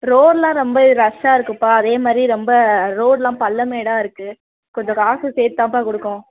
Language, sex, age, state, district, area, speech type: Tamil, female, 18-30, Tamil Nadu, Madurai, urban, conversation